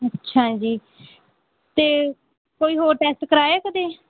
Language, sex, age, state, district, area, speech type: Punjabi, female, 18-30, Punjab, Mansa, rural, conversation